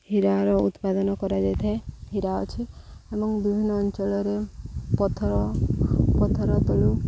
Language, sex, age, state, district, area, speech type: Odia, female, 45-60, Odisha, Subarnapur, urban, spontaneous